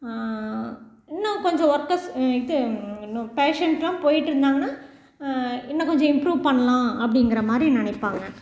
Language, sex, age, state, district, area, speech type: Tamil, female, 45-60, Tamil Nadu, Salem, rural, spontaneous